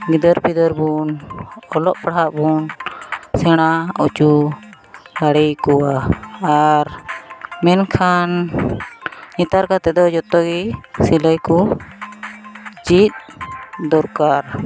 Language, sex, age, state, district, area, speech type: Santali, female, 30-45, West Bengal, Malda, rural, spontaneous